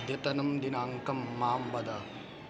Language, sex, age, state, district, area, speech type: Sanskrit, male, 18-30, Uttar Pradesh, Lucknow, urban, read